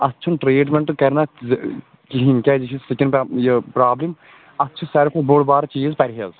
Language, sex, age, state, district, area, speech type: Kashmiri, female, 18-30, Jammu and Kashmir, Kulgam, rural, conversation